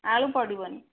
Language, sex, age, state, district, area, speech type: Odia, female, 18-30, Odisha, Bhadrak, rural, conversation